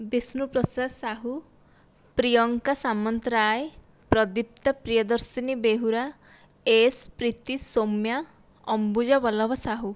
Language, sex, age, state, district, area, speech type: Odia, female, 18-30, Odisha, Dhenkanal, rural, spontaneous